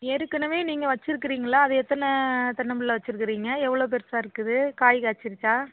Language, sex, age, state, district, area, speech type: Tamil, female, 45-60, Tamil Nadu, Thoothukudi, urban, conversation